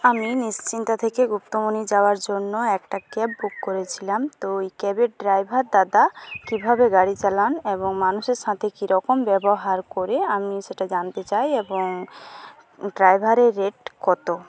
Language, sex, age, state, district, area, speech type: Bengali, female, 18-30, West Bengal, Jhargram, rural, spontaneous